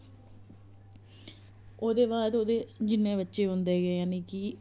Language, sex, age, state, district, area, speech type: Dogri, female, 30-45, Jammu and Kashmir, Jammu, urban, spontaneous